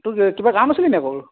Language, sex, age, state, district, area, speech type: Assamese, male, 30-45, Assam, Sivasagar, rural, conversation